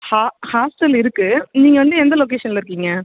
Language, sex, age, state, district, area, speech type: Tamil, female, 18-30, Tamil Nadu, Viluppuram, rural, conversation